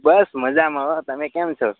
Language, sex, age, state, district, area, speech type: Gujarati, male, 18-30, Gujarat, Anand, rural, conversation